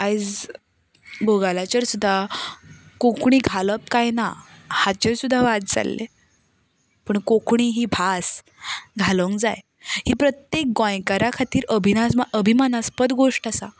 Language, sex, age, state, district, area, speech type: Goan Konkani, female, 18-30, Goa, Canacona, rural, spontaneous